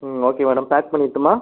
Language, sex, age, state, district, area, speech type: Tamil, male, 18-30, Tamil Nadu, Ariyalur, rural, conversation